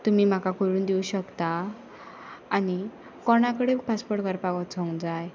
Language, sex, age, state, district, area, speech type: Goan Konkani, female, 18-30, Goa, Pernem, rural, spontaneous